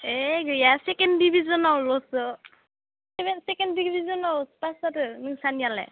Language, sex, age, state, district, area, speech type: Bodo, female, 18-30, Assam, Udalguri, rural, conversation